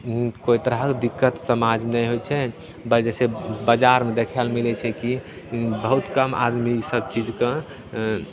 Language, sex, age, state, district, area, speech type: Maithili, male, 18-30, Bihar, Begusarai, rural, spontaneous